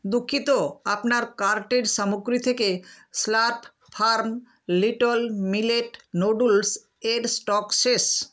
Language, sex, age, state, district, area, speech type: Bengali, female, 60+, West Bengal, Nadia, rural, read